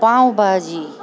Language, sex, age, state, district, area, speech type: Gujarati, female, 45-60, Gujarat, Amreli, urban, spontaneous